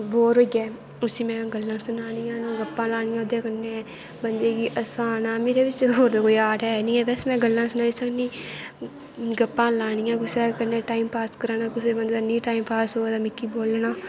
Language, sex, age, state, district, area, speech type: Dogri, female, 18-30, Jammu and Kashmir, Kathua, rural, spontaneous